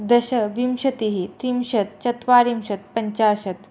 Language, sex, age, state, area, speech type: Sanskrit, female, 18-30, Tripura, rural, spontaneous